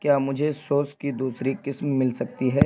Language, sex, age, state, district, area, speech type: Urdu, male, 18-30, Uttar Pradesh, Balrampur, rural, read